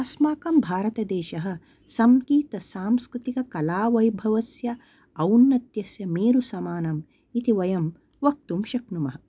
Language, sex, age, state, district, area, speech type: Sanskrit, female, 45-60, Karnataka, Mysore, urban, spontaneous